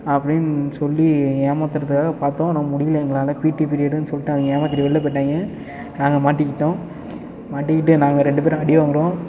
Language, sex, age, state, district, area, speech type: Tamil, male, 18-30, Tamil Nadu, Ariyalur, rural, spontaneous